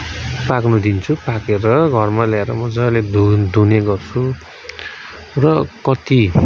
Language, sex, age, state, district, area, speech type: Nepali, male, 30-45, West Bengal, Kalimpong, rural, spontaneous